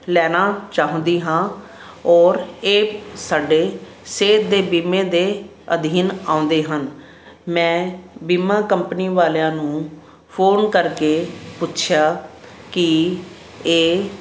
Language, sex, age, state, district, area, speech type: Punjabi, female, 60+, Punjab, Fazilka, rural, spontaneous